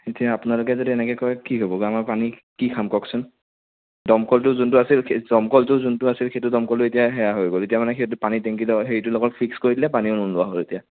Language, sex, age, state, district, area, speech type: Assamese, male, 30-45, Assam, Sonitpur, rural, conversation